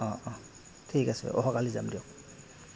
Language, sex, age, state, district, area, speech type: Assamese, male, 30-45, Assam, Goalpara, urban, spontaneous